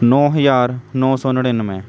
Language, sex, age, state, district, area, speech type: Punjabi, male, 18-30, Punjab, Shaheed Bhagat Singh Nagar, urban, spontaneous